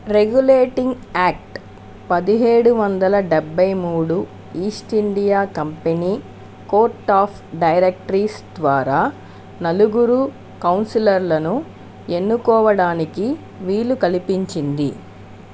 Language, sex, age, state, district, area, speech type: Telugu, female, 18-30, Andhra Pradesh, Chittoor, rural, read